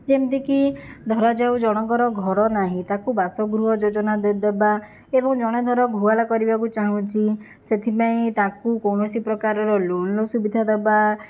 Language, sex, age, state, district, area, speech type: Odia, female, 18-30, Odisha, Jajpur, rural, spontaneous